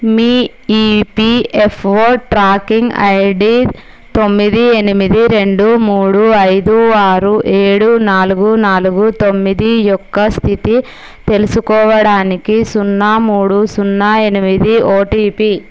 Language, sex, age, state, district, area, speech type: Telugu, female, 30-45, Andhra Pradesh, Visakhapatnam, urban, read